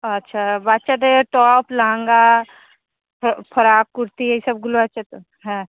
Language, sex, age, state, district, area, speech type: Bengali, female, 30-45, West Bengal, Hooghly, urban, conversation